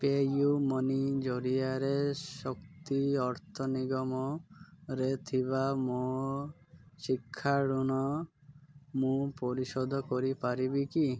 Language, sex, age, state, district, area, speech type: Odia, male, 30-45, Odisha, Malkangiri, urban, read